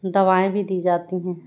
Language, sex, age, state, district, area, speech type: Hindi, female, 45-60, Madhya Pradesh, Balaghat, rural, spontaneous